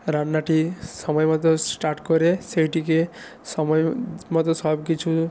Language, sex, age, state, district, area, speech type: Bengali, male, 45-60, West Bengal, Nadia, rural, spontaneous